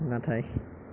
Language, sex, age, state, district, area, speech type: Bodo, male, 18-30, Assam, Chirang, urban, spontaneous